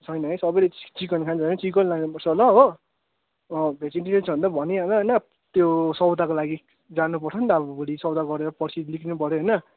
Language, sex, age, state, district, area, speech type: Nepali, male, 18-30, West Bengal, Kalimpong, rural, conversation